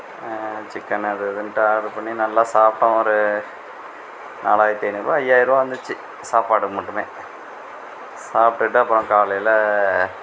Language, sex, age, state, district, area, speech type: Tamil, male, 45-60, Tamil Nadu, Mayiladuthurai, rural, spontaneous